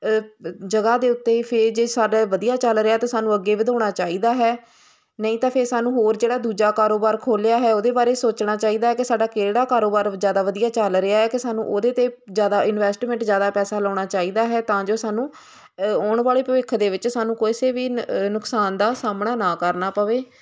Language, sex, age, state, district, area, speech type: Punjabi, female, 30-45, Punjab, Hoshiarpur, rural, spontaneous